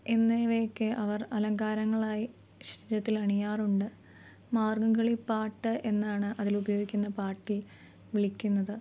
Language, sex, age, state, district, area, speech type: Malayalam, female, 18-30, Kerala, Alappuzha, rural, spontaneous